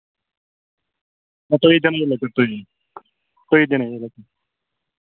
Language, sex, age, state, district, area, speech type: Kashmiri, male, 30-45, Jammu and Kashmir, Kulgam, rural, conversation